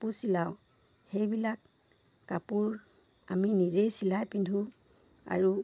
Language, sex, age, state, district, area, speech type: Assamese, female, 45-60, Assam, Dibrugarh, rural, spontaneous